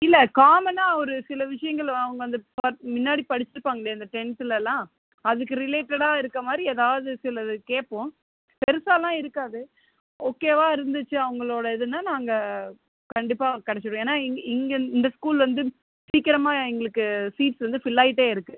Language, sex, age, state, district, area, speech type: Tamil, male, 30-45, Tamil Nadu, Cuddalore, urban, conversation